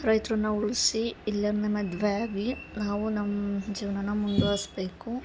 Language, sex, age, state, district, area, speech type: Kannada, female, 30-45, Karnataka, Hassan, urban, spontaneous